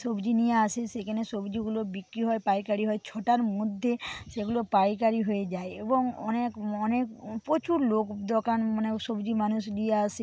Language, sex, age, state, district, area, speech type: Bengali, female, 45-60, West Bengal, Paschim Medinipur, rural, spontaneous